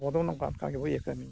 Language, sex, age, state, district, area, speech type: Santali, male, 60+, Odisha, Mayurbhanj, rural, spontaneous